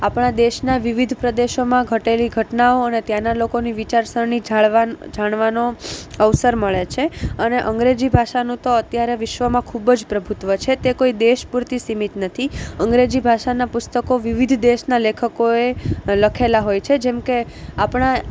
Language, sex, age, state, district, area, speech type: Gujarati, female, 18-30, Gujarat, Junagadh, urban, spontaneous